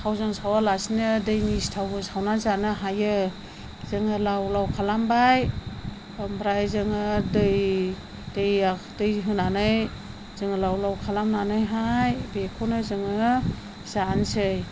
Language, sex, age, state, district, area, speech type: Bodo, female, 45-60, Assam, Chirang, rural, spontaneous